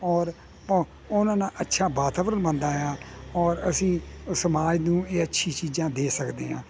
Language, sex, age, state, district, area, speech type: Punjabi, male, 60+, Punjab, Hoshiarpur, rural, spontaneous